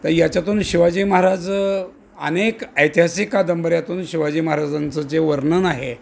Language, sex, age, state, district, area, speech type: Marathi, male, 60+, Maharashtra, Osmanabad, rural, spontaneous